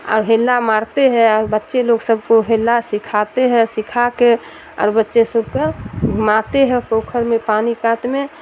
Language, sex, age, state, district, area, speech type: Urdu, female, 60+, Bihar, Darbhanga, rural, spontaneous